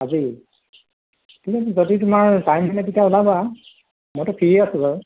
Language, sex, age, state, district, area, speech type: Assamese, male, 30-45, Assam, Jorhat, urban, conversation